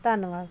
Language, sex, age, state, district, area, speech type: Punjabi, female, 30-45, Punjab, Ludhiana, urban, spontaneous